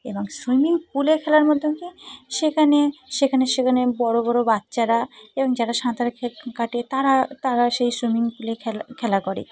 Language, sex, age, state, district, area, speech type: Bengali, female, 30-45, West Bengal, Cooch Behar, urban, spontaneous